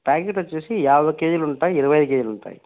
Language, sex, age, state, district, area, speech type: Telugu, male, 30-45, Andhra Pradesh, Nandyal, rural, conversation